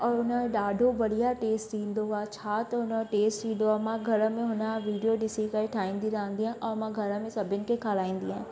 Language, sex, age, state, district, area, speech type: Sindhi, female, 18-30, Madhya Pradesh, Katni, urban, spontaneous